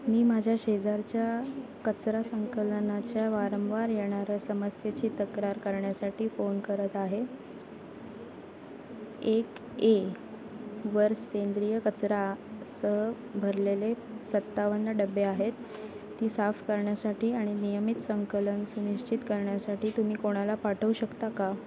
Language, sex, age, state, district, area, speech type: Marathi, female, 18-30, Maharashtra, Ratnagiri, rural, read